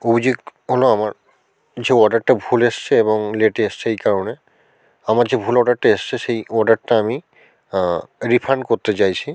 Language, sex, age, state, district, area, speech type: Bengali, male, 18-30, West Bengal, South 24 Parganas, rural, spontaneous